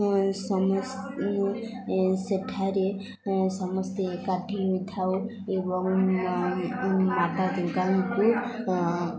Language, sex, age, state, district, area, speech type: Odia, female, 18-30, Odisha, Subarnapur, rural, spontaneous